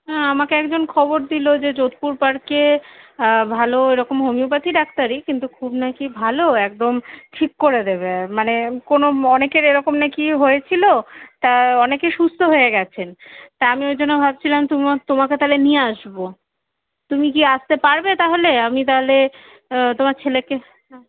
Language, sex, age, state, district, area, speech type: Bengali, female, 30-45, West Bengal, Kolkata, urban, conversation